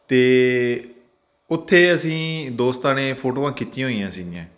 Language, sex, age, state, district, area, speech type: Punjabi, male, 30-45, Punjab, Faridkot, urban, spontaneous